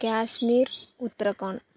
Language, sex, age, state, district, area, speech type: Tamil, female, 18-30, Tamil Nadu, Thoothukudi, urban, spontaneous